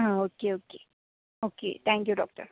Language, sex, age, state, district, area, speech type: Malayalam, female, 18-30, Kerala, Kozhikode, rural, conversation